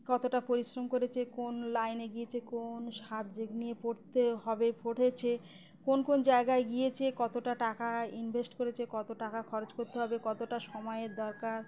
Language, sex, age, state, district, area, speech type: Bengali, female, 30-45, West Bengal, Uttar Dinajpur, urban, spontaneous